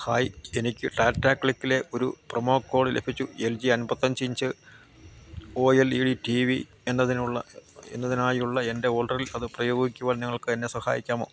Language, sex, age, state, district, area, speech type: Malayalam, male, 60+, Kerala, Idukki, rural, read